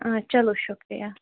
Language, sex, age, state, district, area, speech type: Kashmiri, female, 30-45, Jammu and Kashmir, Budgam, rural, conversation